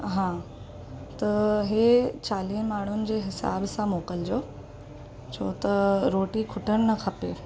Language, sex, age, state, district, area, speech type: Sindhi, female, 18-30, Maharashtra, Mumbai Suburban, urban, spontaneous